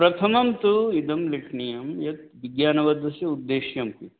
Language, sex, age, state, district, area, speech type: Sanskrit, male, 60+, Uttar Pradesh, Ghazipur, urban, conversation